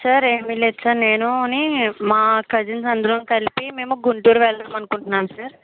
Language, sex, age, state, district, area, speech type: Telugu, female, 30-45, Andhra Pradesh, Kakinada, rural, conversation